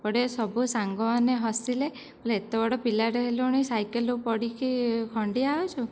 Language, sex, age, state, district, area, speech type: Odia, female, 30-45, Odisha, Dhenkanal, rural, spontaneous